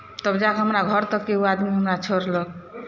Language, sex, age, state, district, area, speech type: Maithili, female, 30-45, Bihar, Darbhanga, urban, spontaneous